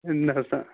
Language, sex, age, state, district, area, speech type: Kashmiri, female, 18-30, Jammu and Kashmir, Kupwara, rural, conversation